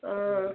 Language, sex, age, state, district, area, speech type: Assamese, female, 45-60, Assam, Morigaon, rural, conversation